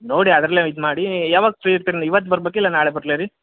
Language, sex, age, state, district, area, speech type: Kannada, male, 30-45, Karnataka, Bellary, rural, conversation